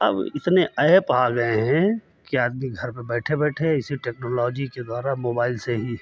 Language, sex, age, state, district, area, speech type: Hindi, male, 45-60, Uttar Pradesh, Lucknow, rural, spontaneous